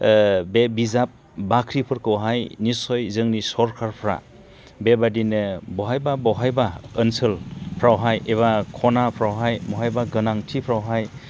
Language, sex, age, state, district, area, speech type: Bodo, male, 45-60, Assam, Chirang, rural, spontaneous